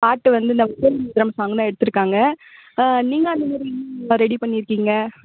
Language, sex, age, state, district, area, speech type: Tamil, female, 30-45, Tamil Nadu, Vellore, urban, conversation